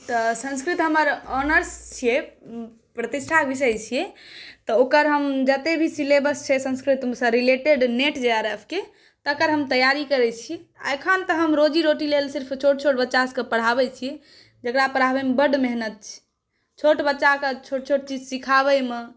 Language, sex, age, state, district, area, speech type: Maithili, female, 18-30, Bihar, Saharsa, rural, spontaneous